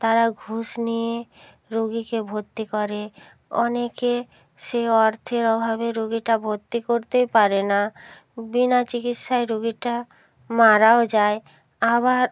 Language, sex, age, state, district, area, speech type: Bengali, female, 45-60, West Bengal, North 24 Parganas, rural, spontaneous